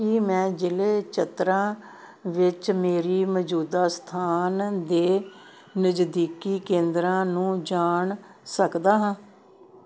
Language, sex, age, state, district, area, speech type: Punjabi, female, 60+, Punjab, Gurdaspur, rural, read